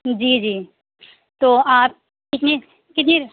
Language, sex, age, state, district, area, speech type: Urdu, female, 18-30, Uttar Pradesh, Lucknow, rural, conversation